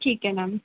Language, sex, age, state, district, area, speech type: Hindi, female, 30-45, Madhya Pradesh, Harda, urban, conversation